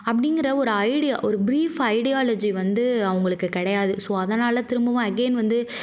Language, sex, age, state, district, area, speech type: Tamil, female, 45-60, Tamil Nadu, Mayiladuthurai, rural, spontaneous